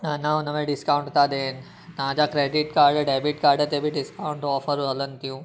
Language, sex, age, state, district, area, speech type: Sindhi, male, 18-30, Gujarat, Surat, urban, spontaneous